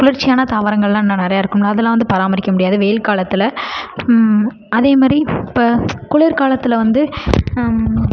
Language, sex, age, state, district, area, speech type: Tamil, female, 18-30, Tamil Nadu, Sivaganga, rural, spontaneous